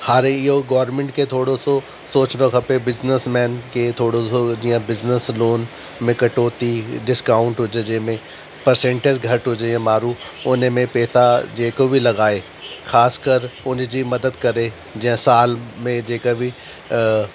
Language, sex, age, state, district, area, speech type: Sindhi, male, 30-45, Delhi, South Delhi, urban, spontaneous